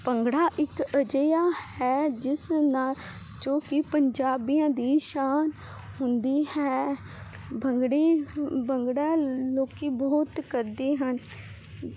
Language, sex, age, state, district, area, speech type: Punjabi, female, 18-30, Punjab, Fazilka, rural, spontaneous